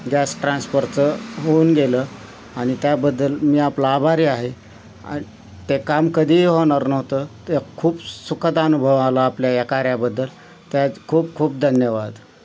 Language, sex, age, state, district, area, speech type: Marathi, male, 45-60, Maharashtra, Osmanabad, rural, spontaneous